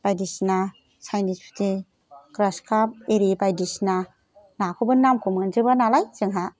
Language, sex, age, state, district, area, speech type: Bodo, female, 60+, Assam, Kokrajhar, urban, spontaneous